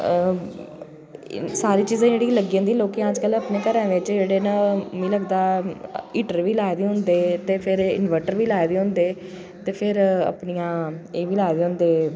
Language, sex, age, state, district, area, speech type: Dogri, female, 30-45, Jammu and Kashmir, Jammu, urban, spontaneous